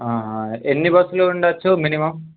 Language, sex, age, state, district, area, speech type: Telugu, male, 18-30, Telangana, Kamareddy, urban, conversation